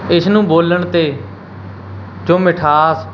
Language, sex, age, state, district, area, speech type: Punjabi, male, 18-30, Punjab, Mansa, urban, spontaneous